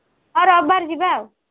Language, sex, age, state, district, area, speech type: Odia, female, 30-45, Odisha, Kendrapara, urban, conversation